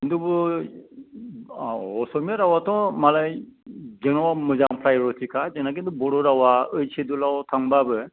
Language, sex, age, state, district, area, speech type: Bodo, male, 45-60, Assam, Kokrajhar, urban, conversation